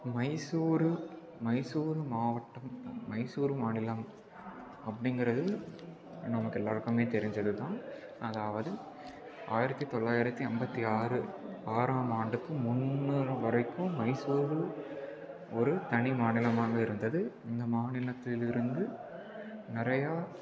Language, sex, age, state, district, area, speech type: Tamil, male, 18-30, Tamil Nadu, Salem, urban, spontaneous